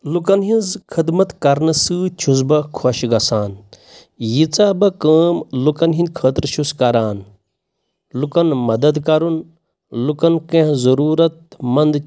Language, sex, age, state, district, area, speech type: Kashmiri, male, 30-45, Jammu and Kashmir, Pulwama, rural, spontaneous